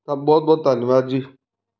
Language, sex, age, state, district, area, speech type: Punjabi, male, 30-45, Punjab, Fazilka, rural, spontaneous